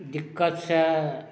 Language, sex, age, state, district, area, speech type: Maithili, male, 60+, Bihar, Araria, rural, spontaneous